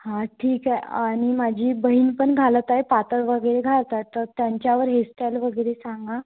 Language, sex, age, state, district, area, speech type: Marathi, female, 18-30, Maharashtra, Wardha, urban, conversation